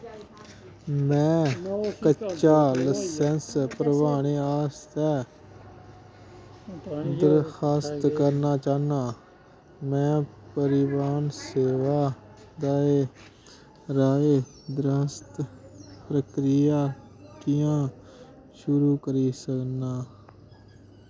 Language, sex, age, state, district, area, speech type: Dogri, male, 18-30, Jammu and Kashmir, Kathua, rural, read